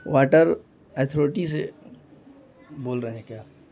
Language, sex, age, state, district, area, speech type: Urdu, male, 18-30, Bihar, Gaya, urban, spontaneous